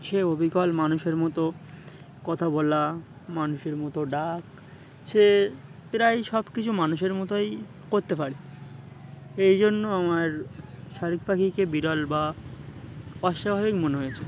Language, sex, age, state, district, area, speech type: Bengali, male, 18-30, West Bengal, Uttar Dinajpur, urban, spontaneous